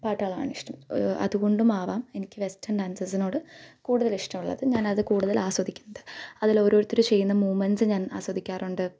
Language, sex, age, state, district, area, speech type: Malayalam, female, 18-30, Kerala, Idukki, rural, spontaneous